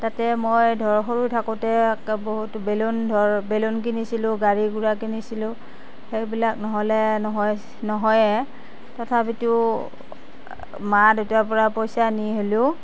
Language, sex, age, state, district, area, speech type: Assamese, female, 60+, Assam, Darrang, rural, spontaneous